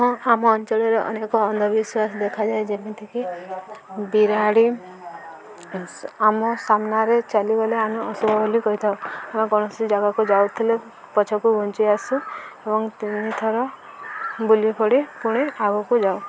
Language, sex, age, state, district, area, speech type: Odia, female, 18-30, Odisha, Subarnapur, urban, spontaneous